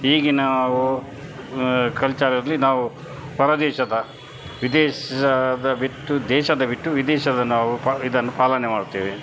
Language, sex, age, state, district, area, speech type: Kannada, male, 60+, Karnataka, Dakshina Kannada, rural, spontaneous